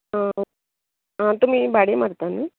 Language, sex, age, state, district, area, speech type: Goan Konkani, female, 45-60, Goa, Bardez, urban, conversation